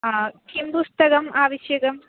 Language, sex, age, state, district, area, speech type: Sanskrit, female, 18-30, Kerala, Thrissur, rural, conversation